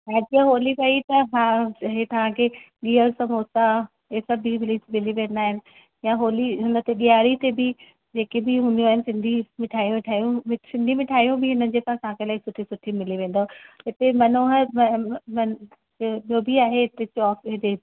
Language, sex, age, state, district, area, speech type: Sindhi, female, 45-60, Uttar Pradesh, Lucknow, urban, conversation